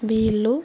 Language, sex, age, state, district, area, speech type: Telugu, female, 18-30, Andhra Pradesh, Nellore, rural, spontaneous